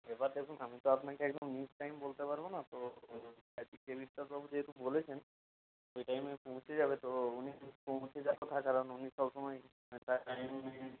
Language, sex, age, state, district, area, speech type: Bengali, male, 30-45, West Bengal, South 24 Parganas, rural, conversation